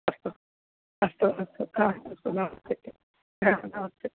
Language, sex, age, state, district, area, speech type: Sanskrit, female, 45-60, Kerala, Kozhikode, urban, conversation